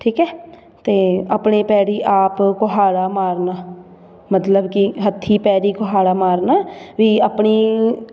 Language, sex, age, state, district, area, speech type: Punjabi, female, 18-30, Punjab, Patiala, urban, spontaneous